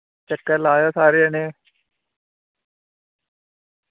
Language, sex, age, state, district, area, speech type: Dogri, male, 18-30, Jammu and Kashmir, Udhampur, rural, conversation